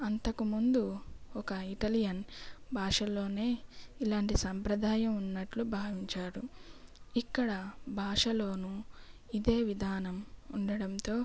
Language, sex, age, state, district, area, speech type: Telugu, female, 18-30, Andhra Pradesh, West Godavari, rural, spontaneous